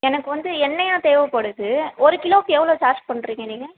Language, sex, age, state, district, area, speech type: Tamil, female, 18-30, Tamil Nadu, Ranipet, rural, conversation